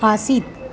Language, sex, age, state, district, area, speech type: Sanskrit, female, 45-60, Tamil Nadu, Chennai, urban, spontaneous